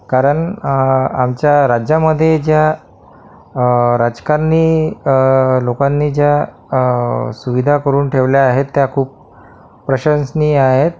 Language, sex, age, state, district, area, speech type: Marathi, male, 45-60, Maharashtra, Akola, urban, spontaneous